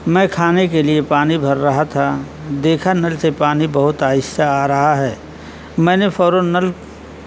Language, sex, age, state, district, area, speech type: Urdu, male, 60+, Uttar Pradesh, Azamgarh, rural, spontaneous